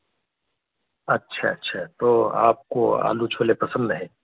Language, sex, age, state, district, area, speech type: Urdu, male, 30-45, Delhi, North East Delhi, urban, conversation